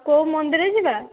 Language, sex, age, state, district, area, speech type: Odia, female, 18-30, Odisha, Dhenkanal, rural, conversation